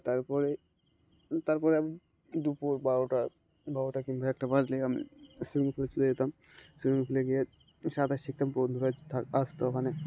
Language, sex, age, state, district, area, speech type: Bengali, male, 18-30, West Bengal, Uttar Dinajpur, urban, spontaneous